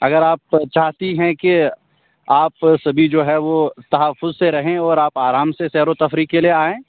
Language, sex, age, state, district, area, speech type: Urdu, male, 18-30, Jammu and Kashmir, Srinagar, rural, conversation